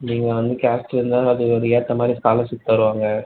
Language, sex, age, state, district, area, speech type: Tamil, male, 18-30, Tamil Nadu, Cuddalore, urban, conversation